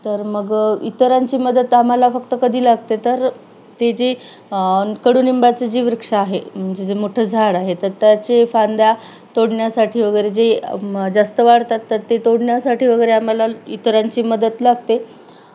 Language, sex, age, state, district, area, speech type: Marathi, female, 30-45, Maharashtra, Nanded, rural, spontaneous